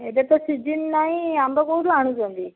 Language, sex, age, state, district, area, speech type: Odia, female, 60+, Odisha, Koraput, urban, conversation